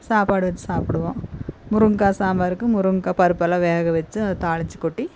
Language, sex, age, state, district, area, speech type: Tamil, female, 45-60, Tamil Nadu, Coimbatore, urban, spontaneous